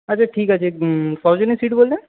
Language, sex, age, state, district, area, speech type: Bengali, male, 18-30, West Bengal, Nadia, rural, conversation